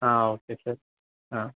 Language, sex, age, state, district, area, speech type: Gujarati, male, 18-30, Gujarat, Surat, urban, conversation